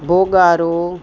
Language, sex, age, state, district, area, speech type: Sindhi, female, 45-60, Uttar Pradesh, Lucknow, rural, spontaneous